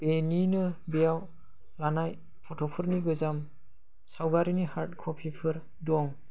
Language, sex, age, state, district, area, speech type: Bodo, male, 30-45, Assam, Chirang, rural, spontaneous